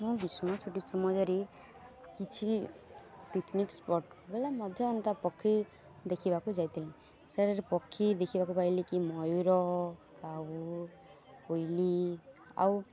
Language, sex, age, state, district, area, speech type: Odia, female, 18-30, Odisha, Balangir, urban, spontaneous